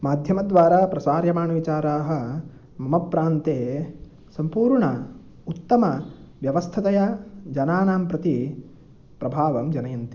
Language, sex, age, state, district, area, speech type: Sanskrit, male, 18-30, Karnataka, Uttara Kannada, rural, spontaneous